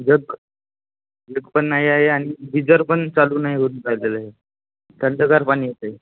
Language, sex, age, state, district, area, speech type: Marathi, male, 18-30, Maharashtra, Washim, urban, conversation